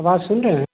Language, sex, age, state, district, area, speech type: Hindi, male, 30-45, Bihar, Madhepura, rural, conversation